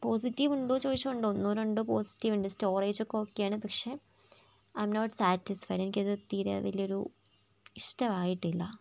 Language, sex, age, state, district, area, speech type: Malayalam, female, 18-30, Kerala, Wayanad, rural, spontaneous